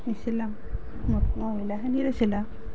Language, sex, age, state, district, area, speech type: Assamese, female, 30-45, Assam, Nalbari, rural, spontaneous